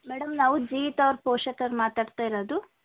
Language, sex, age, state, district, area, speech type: Kannada, female, 18-30, Karnataka, Chitradurga, rural, conversation